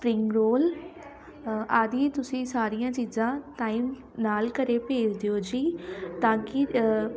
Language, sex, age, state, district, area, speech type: Punjabi, female, 18-30, Punjab, Shaheed Bhagat Singh Nagar, rural, spontaneous